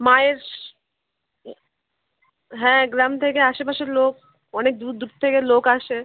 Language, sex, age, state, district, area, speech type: Bengali, female, 18-30, West Bengal, Dakshin Dinajpur, urban, conversation